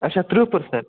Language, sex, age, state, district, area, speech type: Kashmiri, male, 45-60, Jammu and Kashmir, Budgam, urban, conversation